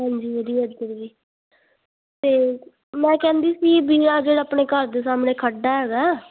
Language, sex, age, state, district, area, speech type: Punjabi, female, 18-30, Punjab, Muktsar, urban, conversation